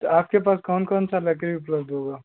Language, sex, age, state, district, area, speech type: Hindi, male, 18-30, Bihar, Darbhanga, urban, conversation